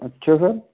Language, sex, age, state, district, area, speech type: Hindi, male, 45-60, Rajasthan, Karauli, rural, conversation